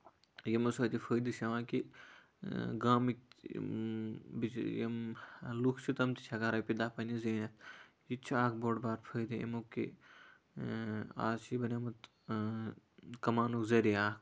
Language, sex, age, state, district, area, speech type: Kashmiri, male, 30-45, Jammu and Kashmir, Kupwara, rural, spontaneous